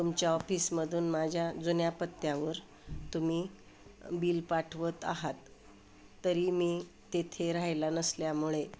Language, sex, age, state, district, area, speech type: Marathi, female, 60+, Maharashtra, Osmanabad, rural, spontaneous